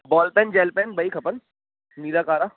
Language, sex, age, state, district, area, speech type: Sindhi, male, 18-30, Delhi, South Delhi, urban, conversation